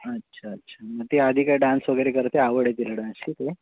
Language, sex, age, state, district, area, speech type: Marathi, male, 30-45, Maharashtra, Ratnagiri, urban, conversation